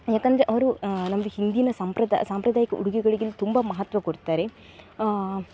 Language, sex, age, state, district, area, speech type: Kannada, female, 18-30, Karnataka, Dakshina Kannada, urban, spontaneous